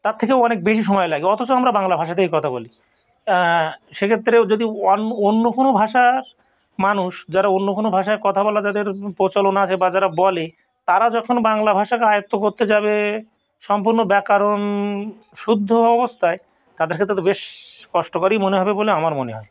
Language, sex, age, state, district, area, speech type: Bengali, male, 45-60, West Bengal, North 24 Parganas, rural, spontaneous